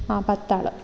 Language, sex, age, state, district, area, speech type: Malayalam, female, 18-30, Kerala, Kannur, rural, spontaneous